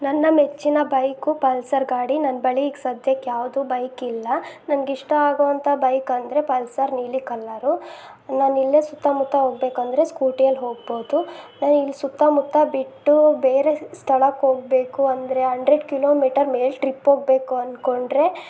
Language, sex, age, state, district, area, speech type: Kannada, female, 30-45, Karnataka, Chitradurga, rural, spontaneous